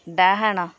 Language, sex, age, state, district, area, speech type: Odia, female, 30-45, Odisha, Jagatsinghpur, rural, read